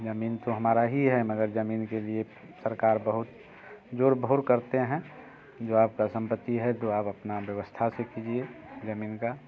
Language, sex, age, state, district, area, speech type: Hindi, male, 45-60, Bihar, Muzaffarpur, rural, spontaneous